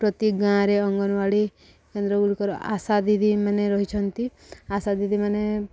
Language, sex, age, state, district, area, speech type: Odia, female, 18-30, Odisha, Subarnapur, urban, spontaneous